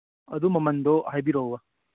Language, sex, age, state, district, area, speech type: Manipuri, male, 18-30, Manipur, Churachandpur, rural, conversation